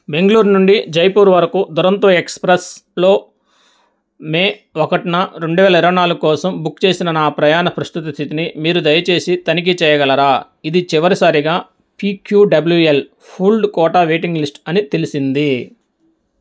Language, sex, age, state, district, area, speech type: Telugu, male, 30-45, Andhra Pradesh, Nellore, urban, read